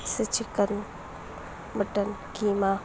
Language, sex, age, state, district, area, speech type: Urdu, female, 18-30, Uttar Pradesh, Mau, urban, spontaneous